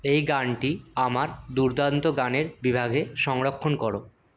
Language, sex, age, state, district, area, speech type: Bengali, male, 18-30, West Bengal, Purulia, urban, read